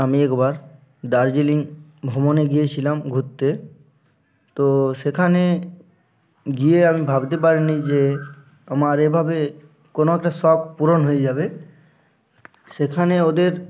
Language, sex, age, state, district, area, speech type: Bengali, male, 18-30, West Bengal, Uttar Dinajpur, urban, spontaneous